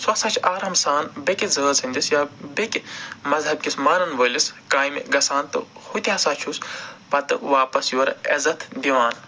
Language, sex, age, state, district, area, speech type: Kashmiri, male, 45-60, Jammu and Kashmir, Srinagar, urban, spontaneous